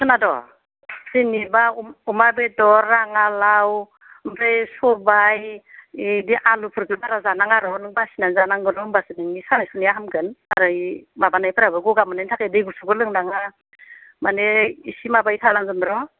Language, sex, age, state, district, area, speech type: Bodo, female, 60+, Assam, Baksa, urban, conversation